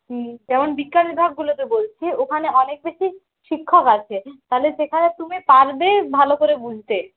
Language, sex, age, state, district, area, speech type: Bengali, female, 30-45, West Bengal, Purulia, rural, conversation